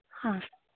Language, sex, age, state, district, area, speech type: Hindi, female, 45-60, Uttar Pradesh, Pratapgarh, rural, conversation